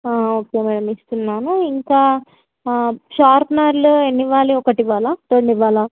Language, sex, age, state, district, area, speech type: Telugu, female, 18-30, Telangana, Medak, urban, conversation